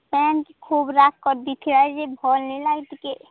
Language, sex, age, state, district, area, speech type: Odia, female, 18-30, Odisha, Nuapada, urban, conversation